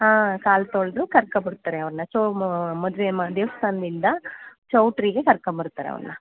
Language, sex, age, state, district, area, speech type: Kannada, female, 18-30, Karnataka, Mandya, rural, conversation